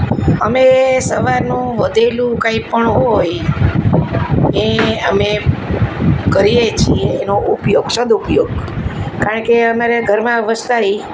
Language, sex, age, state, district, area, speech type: Gujarati, male, 60+, Gujarat, Rajkot, urban, spontaneous